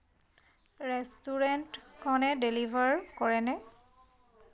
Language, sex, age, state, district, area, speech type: Assamese, female, 30-45, Assam, Sivasagar, rural, read